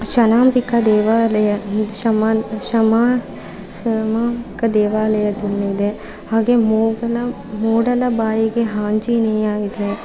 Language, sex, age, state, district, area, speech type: Kannada, female, 18-30, Karnataka, Mandya, rural, spontaneous